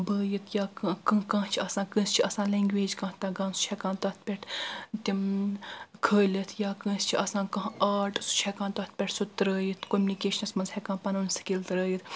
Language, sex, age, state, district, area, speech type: Kashmiri, female, 18-30, Jammu and Kashmir, Baramulla, rural, spontaneous